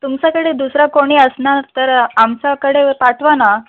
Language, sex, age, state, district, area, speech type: Marathi, female, 30-45, Maharashtra, Thane, urban, conversation